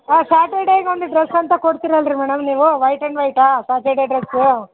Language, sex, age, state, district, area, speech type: Kannada, female, 45-60, Karnataka, Bellary, rural, conversation